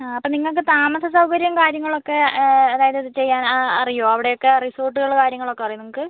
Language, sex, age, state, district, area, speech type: Malayalam, female, 45-60, Kerala, Wayanad, rural, conversation